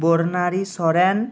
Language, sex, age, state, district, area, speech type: Bengali, male, 18-30, West Bengal, Uttar Dinajpur, urban, spontaneous